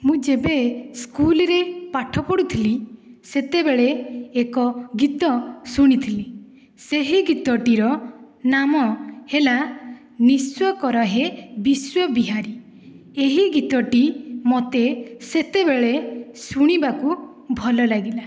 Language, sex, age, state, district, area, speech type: Odia, female, 18-30, Odisha, Dhenkanal, rural, spontaneous